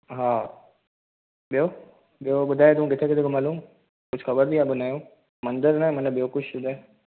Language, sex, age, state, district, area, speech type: Sindhi, male, 18-30, Maharashtra, Thane, urban, conversation